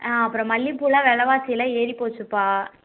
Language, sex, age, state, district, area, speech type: Tamil, female, 18-30, Tamil Nadu, Tiruvarur, rural, conversation